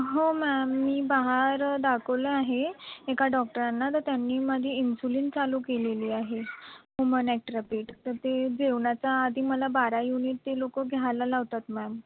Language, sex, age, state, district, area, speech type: Marathi, female, 30-45, Maharashtra, Nagpur, rural, conversation